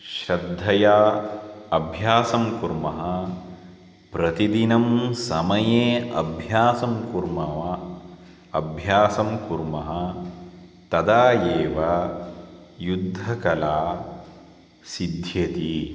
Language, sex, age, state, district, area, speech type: Sanskrit, male, 30-45, Karnataka, Shimoga, rural, spontaneous